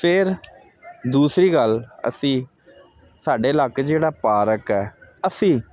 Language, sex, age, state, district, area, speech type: Punjabi, male, 30-45, Punjab, Jalandhar, urban, spontaneous